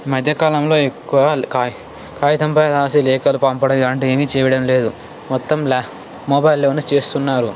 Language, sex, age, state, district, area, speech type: Telugu, male, 18-30, Telangana, Ranga Reddy, urban, spontaneous